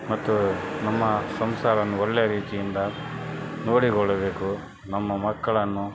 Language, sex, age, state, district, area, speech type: Kannada, male, 60+, Karnataka, Dakshina Kannada, rural, spontaneous